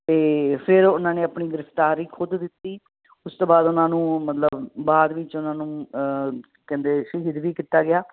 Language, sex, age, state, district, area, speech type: Punjabi, female, 45-60, Punjab, Ludhiana, urban, conversation